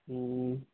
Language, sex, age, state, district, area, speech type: Urdu, male, 18-30, Bihar, Gaya, rural, conversation